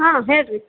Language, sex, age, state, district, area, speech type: Kannada, female, 30-45, Karnataka, Gadag, rural, conversation